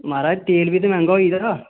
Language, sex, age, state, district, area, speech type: Dogri, male, 18-30, Jammu and Kashmir, Reasi, rural, conversation